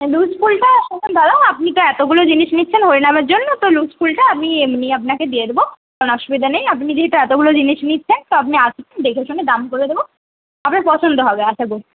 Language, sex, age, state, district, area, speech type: Bengali, female, 18-30, West Bengal, Jhargram, rural, conversation